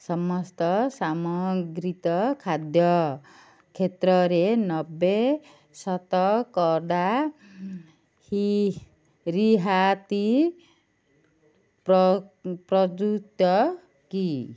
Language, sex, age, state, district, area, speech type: Odia, female, 30-45, Odisha, Ganjam, urban, read